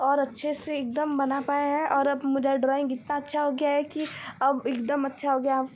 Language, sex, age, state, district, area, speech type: Hindi, female, 18-30, Uttar Pradesh, Ghazipur, rural, spontaneous